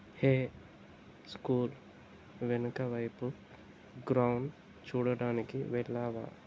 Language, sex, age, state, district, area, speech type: Telugu, male, 30-45, Telangana, Peddapalli, urban, read